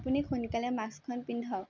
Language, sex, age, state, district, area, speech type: Assamese, female, 18-30, Assam, Sonitpur, rural, spontaneous